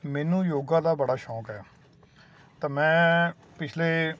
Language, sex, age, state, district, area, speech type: Punjabi, male, 45-60, Punjab, Sangrur, urban, spontaneous